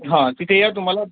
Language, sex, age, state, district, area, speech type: Marathi, male, 30-45, Maharashtra, Nanded, rural, conversation